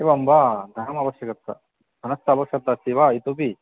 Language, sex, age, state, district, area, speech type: Sanskrit, male, 18-30, West Bengal, Purba Bardhaman, rural, conversation